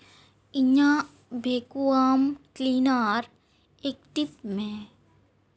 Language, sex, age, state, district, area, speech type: Santali, female, 18-30, West Bengal, Bankura, rural, read